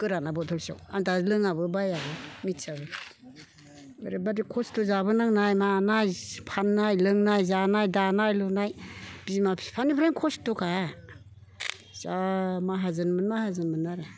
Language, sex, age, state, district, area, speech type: Bodo, female, 60+, Assam, Chirang, rural, spontaneous